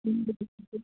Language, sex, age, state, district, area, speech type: Odia, female, 18-30, Odisha, Balangir, urban, conversation